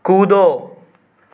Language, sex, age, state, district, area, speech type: Hindi, male, 18-30, Madhya Pradesh, Gwalior, urban, read